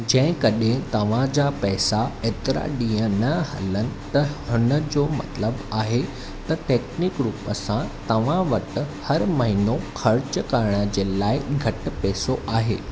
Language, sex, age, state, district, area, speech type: Sindhi, male, 18-30, Maharashtra, Thane, urban, read